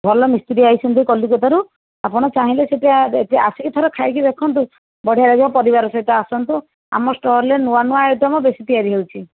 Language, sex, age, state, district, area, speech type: Odia, female, 60+, Odisha, Jajpur, rural, conversation